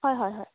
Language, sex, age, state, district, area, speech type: Assamese, female, 18-30, Assam, Charaideo, urban, conversation